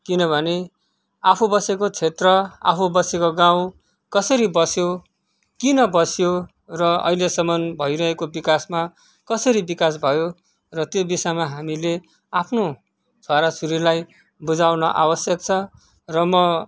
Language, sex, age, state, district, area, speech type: Nepali, male, 45-60, West Bengal, Kalimpong, rural, spontaneous